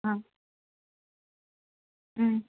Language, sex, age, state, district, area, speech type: Tamil, female, 18-30, Tamil Nadu, Madurai, urban, conversation